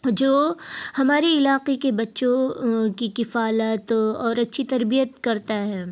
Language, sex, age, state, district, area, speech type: Urdu, female, 45-60, Uttar Pradesh, Lucknow, rural, spontaneous